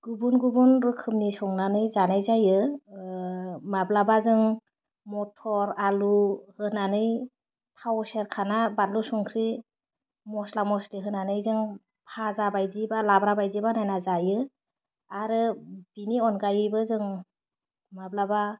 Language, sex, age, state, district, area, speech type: Bodo, female, 30-45, Assam, Udalguri, urban, spontaneous